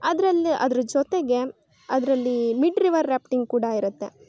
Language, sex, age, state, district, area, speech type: Kannada, female, 18-30, Karnataka, Uttara Kannada, rural, spontaneous